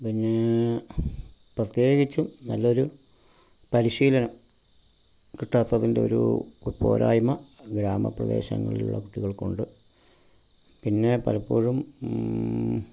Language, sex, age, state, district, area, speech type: Malayalam, male, 45-60, Kerala, Pathanamthitta, rural, spontaneous